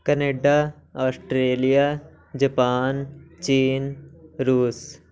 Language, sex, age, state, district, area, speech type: Punjabi, male, 18-30, Punjab, Shaheed Bhagat Singh Nagar, urban, spontaneous